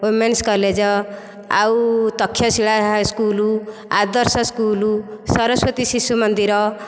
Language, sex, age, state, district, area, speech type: Odia, female, 45-60, Odisha, Dhenkanal, rural, spontaneous